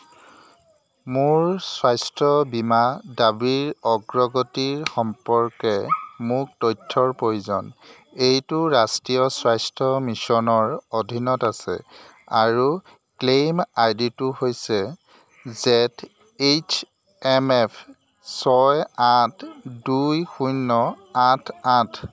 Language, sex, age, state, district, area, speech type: Assamese, male, 30-45, Assam, Jorhat, urban, read